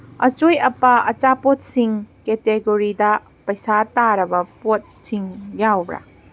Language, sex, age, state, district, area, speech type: Manipuri, female, 30-45, Manipur, Kangpokpi, urban, read